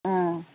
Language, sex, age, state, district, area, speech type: Bodo, female, 45-60, Assam, Udalguri, rural, conversation